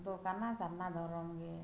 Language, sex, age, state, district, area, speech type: Santali, female, 45-60, Jharkhand, Bokaro, rural, spontaneous